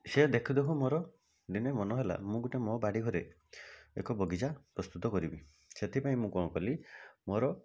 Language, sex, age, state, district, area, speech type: Odia, male, 60+, Odisha, Bhadrak, rural, spontaneous